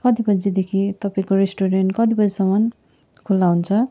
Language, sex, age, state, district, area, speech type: Nepali, female, 45-60, West Bengal, Darjeeling, rural, spontaneous